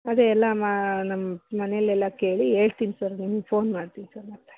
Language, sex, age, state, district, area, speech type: Kannada, female, 30-45, Karnataka, Chitradurga, urban, conversation